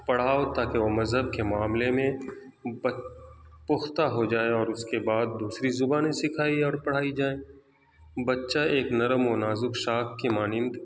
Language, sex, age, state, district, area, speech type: Urdu, male, 18-30, Bihar, Saharsa, rural, spontaneous